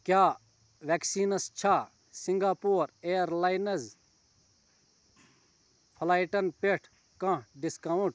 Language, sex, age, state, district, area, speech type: Kashmiri, male, 30-45, Jammu and Kashmir, Ganderbal, rural, read